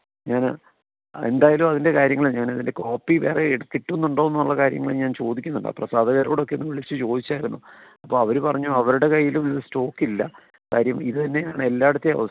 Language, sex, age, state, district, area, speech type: Malayalam, male, 45-60, Kerala, Kottayam, urban, conversation